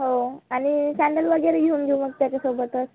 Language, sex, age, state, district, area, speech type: Marathi, female, 18-30, Maharashtra, Nagpur, rural, conversation